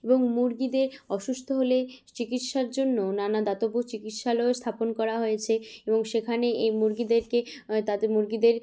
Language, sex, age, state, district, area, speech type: Bengali, female, 18-30, West Bengal, Bankura, rural, spontaneous